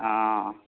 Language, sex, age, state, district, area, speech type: Maithili, male, 18-30, Bihar, Saharsa, rural, conversation